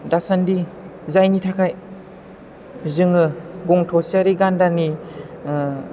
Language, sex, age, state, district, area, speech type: Bodo, male, 18-30, Assam, Chirang, rural, spontaneous